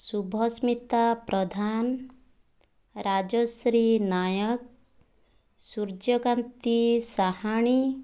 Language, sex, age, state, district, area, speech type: Odia, female, 18-30, Odisha, Kandhamal, rural, spontaneous